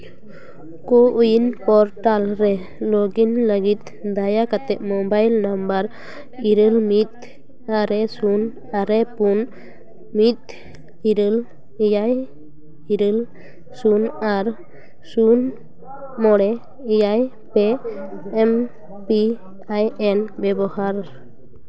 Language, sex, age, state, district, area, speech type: Santali, female, 18-30, West Bengal, Paschim Bardhaman, urban, read